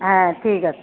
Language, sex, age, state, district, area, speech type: Bengali, female, 30-45, West Bengal, Alipurduar, rural, conversation